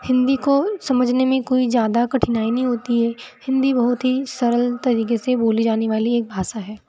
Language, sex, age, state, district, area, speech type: Hindi, female, 18-30, Madhya Pradesh, Betul, rural, spontaneous